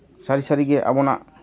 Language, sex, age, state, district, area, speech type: Santali, male, 30-45, West Bengal, Jhargram, rural, spontaneous